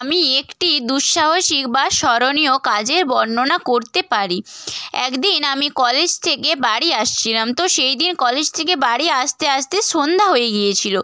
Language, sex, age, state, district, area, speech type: Bengali, female, 18-30, West Bengal, Nadia, rural, spontaneous